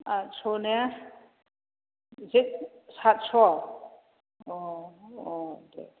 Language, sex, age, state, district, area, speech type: Bodo, female, 60+, Assam, Chirang, rural, conversation